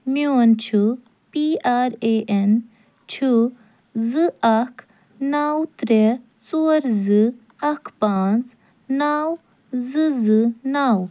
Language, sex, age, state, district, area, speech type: Kashmiri, female, 18-30, Jammu and Kashmir, Ganderbal, rural, read